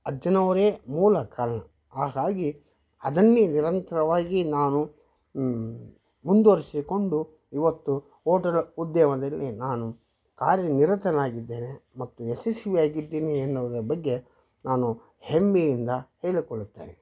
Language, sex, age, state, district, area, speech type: Kannada, male, 60+, Karnataka, Vijayanagara, rural, spontaneous